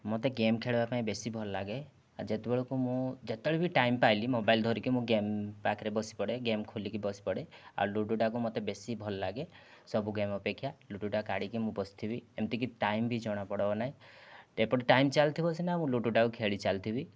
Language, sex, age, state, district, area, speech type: Odia, male, 30-45, Odisha, Kandhamal, rural, spontaneous